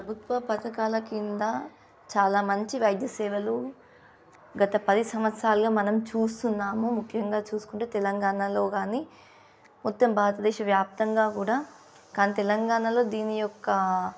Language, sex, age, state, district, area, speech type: Telugu, female, 18-30, Telangana, Nizamabad, urban, spontaneous